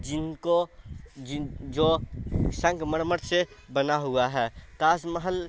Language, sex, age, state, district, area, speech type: Urdu, male, 18-30, Bihar, Saharsa, rural, spontaneous